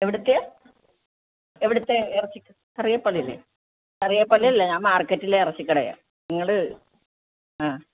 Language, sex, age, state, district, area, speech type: Malayalam, female, 60+, Kerala, Alappuzha, rural, conversation